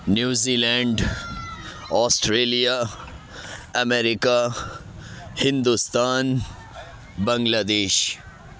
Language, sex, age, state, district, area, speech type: Urdu, male, 30-45, Uttar Pradesh, Lucknow, urban, spontaneous